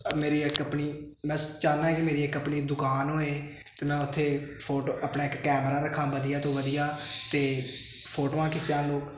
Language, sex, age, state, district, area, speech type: Punjabi, male, 18-30, Punjab, Hoshiarpur, rural, spontaneous